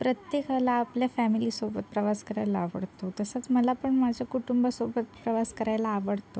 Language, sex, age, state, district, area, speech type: Marathi, female, 18-30, Maharashtra, Sindhudurg, rural, spontaneous